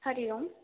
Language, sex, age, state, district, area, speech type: Sanskrit, female, 18-30, Rajasthan, Jaipur, urban, conversation